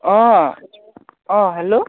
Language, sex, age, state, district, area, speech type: Assamese, male, 18-30, Assam, Dhemaji, rural, conversation